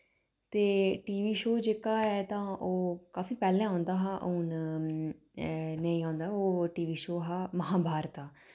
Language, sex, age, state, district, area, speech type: Dogri, female, 30-45, Jammu and Kashmir, Udhampur, urban, spontaneous